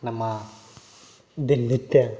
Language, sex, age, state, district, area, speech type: Kannada, male, 30-45, Karnataka, Gadag, rural, spontaneous